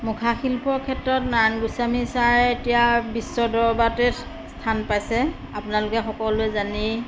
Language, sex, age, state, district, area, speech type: Assamese, female, 45-60, Assam, Majuli, rural, spontaneous